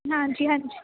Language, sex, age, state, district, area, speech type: Punjabi, female, 30-45, Punjab, Jalandhar, rural, conversation